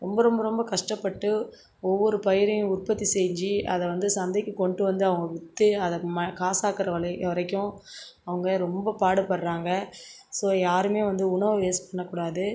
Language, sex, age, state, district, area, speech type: Tamil, female, 45-60, Tamil Nadu, Cuddalore, rural, spontaneous